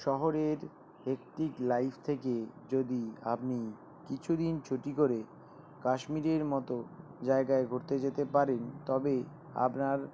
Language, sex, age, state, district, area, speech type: Bengali, male, 18-30, West Bengal, South 24 Parganas, urban, spontaneous